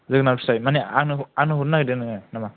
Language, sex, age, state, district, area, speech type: Bodo, male, 18-30, Assam, Kokrajhar, rural, conversation